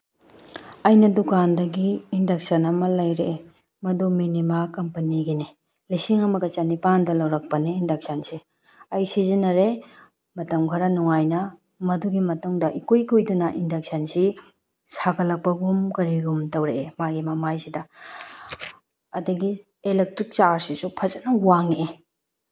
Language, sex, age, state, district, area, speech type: Manipuri, female, 18-30, Manipur, Tengnoupal, rural, spontaneous